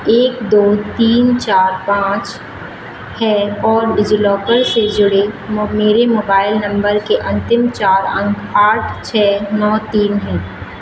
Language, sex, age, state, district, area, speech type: Hindi, female, 18-30, Madhya Pradesh, Seoni, urban, read